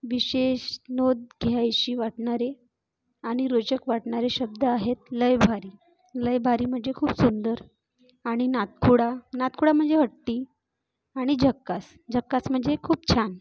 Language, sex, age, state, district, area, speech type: Marathi, female, 30-45, Maharashtra, Nagpur, urban, spontaneous